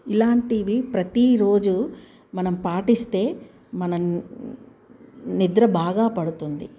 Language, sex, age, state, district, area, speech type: Telugu, female, 60+, Telangana, Medchal, urban, spontaneous